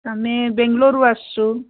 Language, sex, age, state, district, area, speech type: Odia, female, 60+, Odisha, Gajapati, rural, conversation